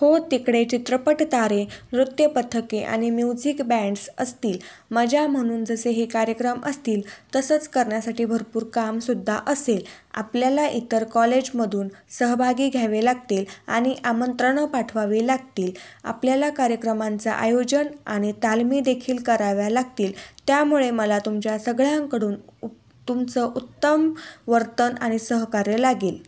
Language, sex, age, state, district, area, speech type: Marathi, female, 18-30, Maharashtra, Ahmednagar, rural, read